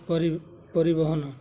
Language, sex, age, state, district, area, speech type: Odia, male, 18-30, Odisha, Mayurbhanj, rural, spontaneous